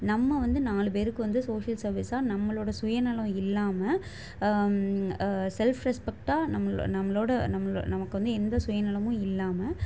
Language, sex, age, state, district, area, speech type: Tamil, female, 18-30, Tamil Nadu, Chennai, urban, spontaneous